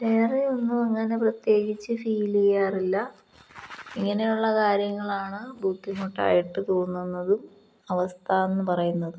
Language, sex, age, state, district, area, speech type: Malayalam, female, 30-45, Kerala, Palakkad, rural, spontaneous